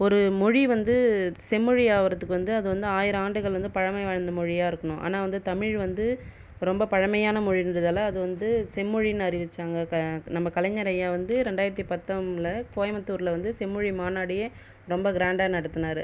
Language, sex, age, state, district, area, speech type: Tamil, female, 30-45, Tamil Nadu, Viluppuram, rural, spontaneous